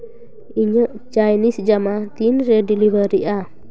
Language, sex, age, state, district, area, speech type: Santali, female, 18-30, West Bengal, Paschim Bardhaman, urban, read